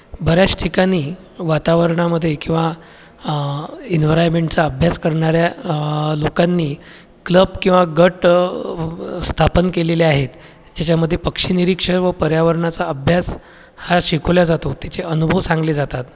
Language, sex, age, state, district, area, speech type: Marathi, male, 45-60, Maharashtra, Buldhana, urban, spontaneous